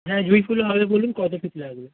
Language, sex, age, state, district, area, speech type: Bengali, male, 18-30, West Bengal, Darjeeling, rural, conversation